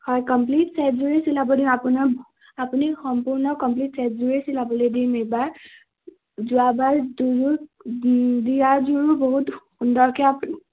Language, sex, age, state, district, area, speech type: Assamese, female, 18-30, Assam, Nagaon, rural, conversation